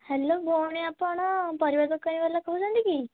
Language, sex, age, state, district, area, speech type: Odia, female, 30-45, Odisha, Bhadrak, rural, conversation